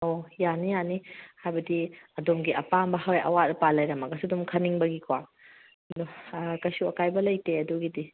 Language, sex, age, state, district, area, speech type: Manipuri, female, 30-45, Manipur, Kangpokpi, urban, conversation